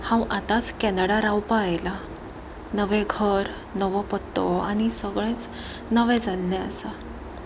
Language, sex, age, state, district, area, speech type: Goan Konkani, female, 30-45, Goa, Pernem, rural, spontaneous